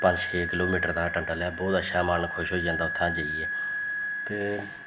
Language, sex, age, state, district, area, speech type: Dogri, male, 30-45, Jammu and Kashmir, Reasi, rural, spontaneous